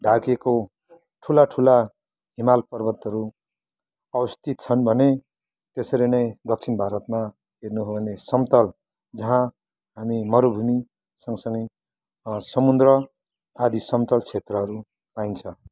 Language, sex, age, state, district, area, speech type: Nepali, male, 45-60, West Bengal, Kalimpong, rural, spontaneous